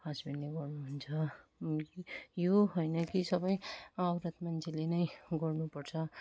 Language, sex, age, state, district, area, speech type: Nepali, female, 45-60, West Bengal, Kalimpong, rural, spontaneous